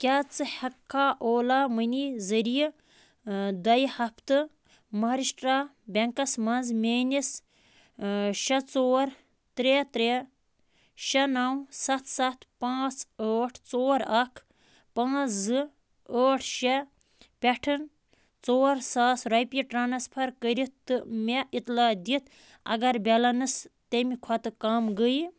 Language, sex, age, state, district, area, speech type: Kashmiri, female, 30-45, Jammu and Kashmir, Baramulla, rural, read